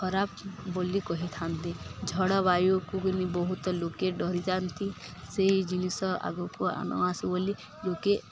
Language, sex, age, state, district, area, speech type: Odia, female, 18-30, Odisha, Balangir, urban, spontaneous